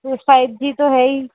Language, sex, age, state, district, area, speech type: Hindi, female, 18-30, Madhya Pradesh, Indore, urban, conversation